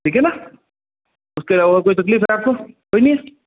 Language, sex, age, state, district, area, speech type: Hindi, male, 45-60, Rajasthan, Jodhpur, urban, conversation